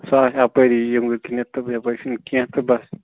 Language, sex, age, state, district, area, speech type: Kashmiri, male, 30-45, Jammu and Kashmir, Bandipora, rural, conversation